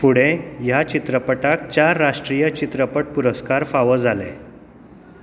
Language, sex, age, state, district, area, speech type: Goan Konkani, male, 30-45, Goa, Tiswadi, rural, read